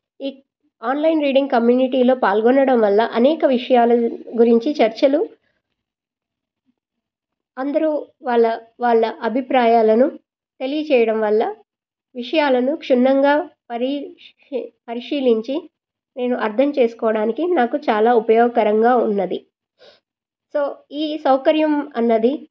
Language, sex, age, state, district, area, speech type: Telugu, female, 45-60, Telangana, Medchal, rural, spontaneous